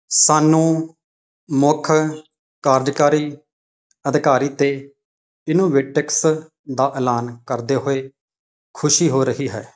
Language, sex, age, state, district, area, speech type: Punjabi, male, 30-45, Punjab, Faridkot, urban, read